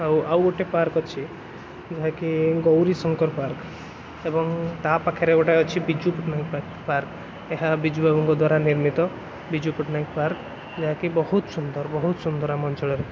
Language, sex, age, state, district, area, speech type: Odia, male, 18-30, Odisha, Cuttack, urban, spontaneous